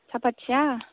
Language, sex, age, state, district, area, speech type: Bodo, female, 30-45, Assam, Kokrajhar, rural, conversation